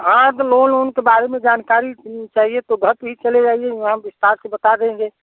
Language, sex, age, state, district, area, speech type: Hindi, male, 30-45, Uttar Pradesh, Prayagraj, urban, conversation